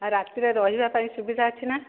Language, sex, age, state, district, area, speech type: Odia, female, 30-45, Odisha, Dhenkanal, rural, conversation